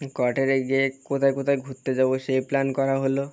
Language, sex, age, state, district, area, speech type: Bengali, male, 30-45, West Bengal, Birbhum, urban, spontaneous